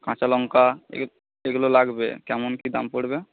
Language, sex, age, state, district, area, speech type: Bengali, male, 18-30, West Bengal, Jhargram, rural, conversation